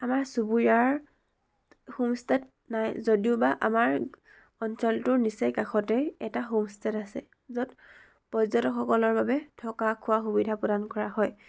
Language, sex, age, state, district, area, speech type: Assamese, female, 18-30, Assam, Dibrugarh, rural, spontaneous